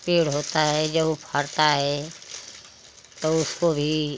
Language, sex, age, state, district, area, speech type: Hindi, female, 60+, Uttar Pradesh, Ghazipur, rural, spontaneous